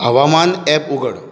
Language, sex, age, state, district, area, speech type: Goan Konkani, male, 18-30, Goa, Bardez, urban, read